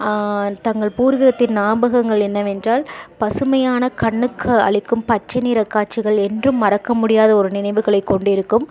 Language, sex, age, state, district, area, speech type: Tamil, female, 18-30, Tamil Nadu, Dharmapuri, urban, spontaneous